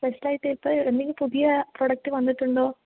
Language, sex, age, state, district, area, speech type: Malayalam, female, 18-30, Kerala, Palakkad, rural, conversation